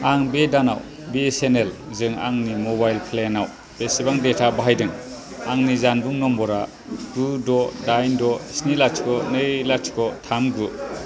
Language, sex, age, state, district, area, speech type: Bodo, male, 30-45, Assam, Kokrajhar, rural, read